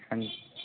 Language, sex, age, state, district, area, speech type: Punjabi, male, 18-30, Punjab, Barnala, rural, conversation